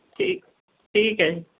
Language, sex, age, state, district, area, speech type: Punjabi, female, 45-60, Punjab, Mohali, urban, conversation